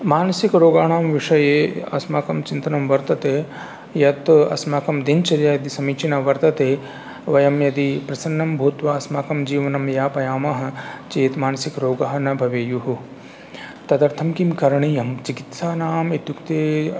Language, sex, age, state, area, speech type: Sanskrit, male, 45-60, Rajasthan, rural, spontaneous